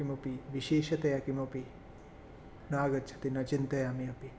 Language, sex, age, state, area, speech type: Sanskrit, male, 18-30, Assam, rural, spontaneous